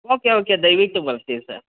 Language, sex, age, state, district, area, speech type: Kannada, male, 18-30, Karnataka, Kolar, rural, conversation